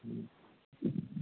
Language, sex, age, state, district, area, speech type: Urdu, male, 18-30, Delhi, Central Delhi, urban, conversation